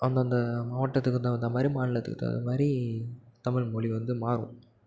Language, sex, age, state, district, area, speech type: Tamil, male, 18-30, Tamil Nadu, Nagapattinam, rural, spontaneous